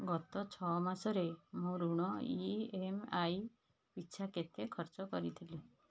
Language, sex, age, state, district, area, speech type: Odia, female, 45-60, Odisha, Puri, urban, read